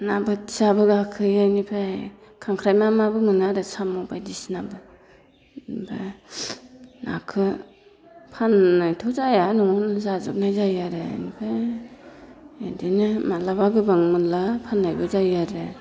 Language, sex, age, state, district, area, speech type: Bodo, female, 45-60, Assam, Chirang, rural, spontaneous